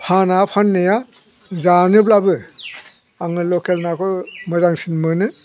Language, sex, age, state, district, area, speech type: Bodo, male, 60+, Assam, Chirang, rural, spontaneous